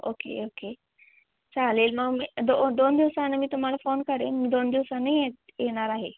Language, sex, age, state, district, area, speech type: Marathi, female, 18-30, Maharashtra, Sangli, rural, conversation